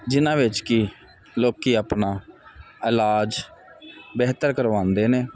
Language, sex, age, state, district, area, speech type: Punjabi, male, 30-45, Punjab, Jalandhar, urban, spontaneous